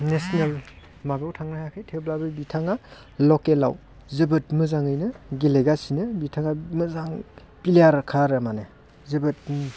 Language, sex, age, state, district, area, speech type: Bodo, male, 30-45, Assam, Baksa, urban, spontaneous